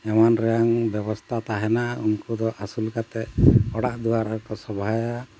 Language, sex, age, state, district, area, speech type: Santali, male, 45-60, Jharkhand, Bokaro, rural, spontaneous